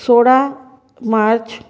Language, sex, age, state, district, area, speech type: Marathi, female, 30-45, Maharashtra, Gondia, rural, spontaneous